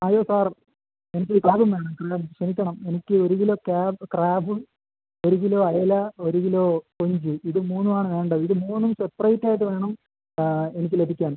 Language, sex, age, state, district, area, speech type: Malayalam, male, 18-30, Kerala, Thiruvananthapuram, rural, conversation